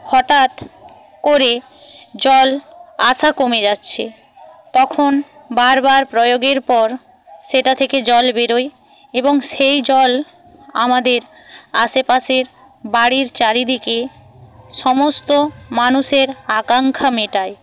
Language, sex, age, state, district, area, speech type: Bengali, female, 45-60, West Bengal, Paschim Medinipur, rural, spontaneous